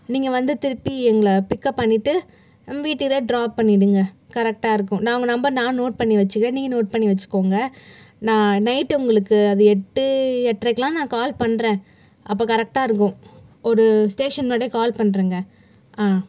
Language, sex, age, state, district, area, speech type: Tamil, female, 60+, Tamil Nadu, Cuddalore, urban, spontaneous